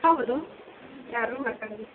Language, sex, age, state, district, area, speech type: Kannada, female, 30-45, Karnataka, Bellary, rural, conversation